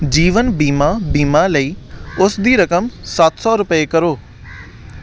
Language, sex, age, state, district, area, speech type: Punjabi, male, 18-30, Punjab, Hoshiarpur, urban, read